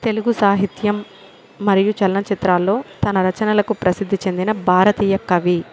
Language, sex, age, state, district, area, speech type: Telugu, female, 30-45, Andhra Pradesh, Kadapa, rural, spontaneous